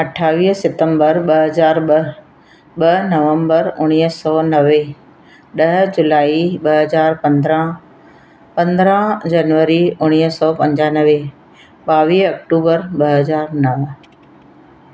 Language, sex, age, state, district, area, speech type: Sindhi, female, 60+, Madhya Pradesh, Katni, urban, spontaneous